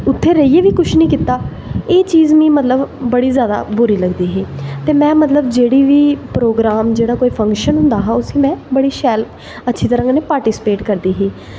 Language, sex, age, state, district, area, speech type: Dogri, female, 18-30, Jammu and Kashmir, Jammu, urban, spontaneous